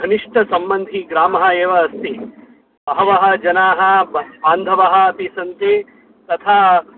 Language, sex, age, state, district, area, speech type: Sanskrit, male, 30-45, Karnataka, Shimoga, rural, conversation